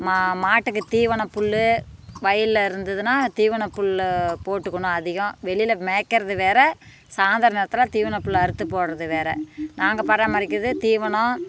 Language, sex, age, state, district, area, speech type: Tamil, female, 45-60, Tamil Nadu, Namakkal, rural, spontaneous